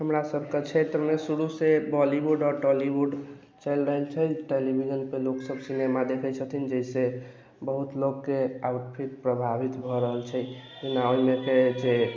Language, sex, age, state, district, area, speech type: Maithili, male, 45-60, Bihar, Sitamarhi, rural, spontaneous